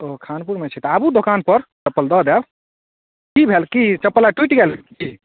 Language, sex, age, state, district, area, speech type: Maithili, male, 18-30, Bihar, Samastipur, rural, conversation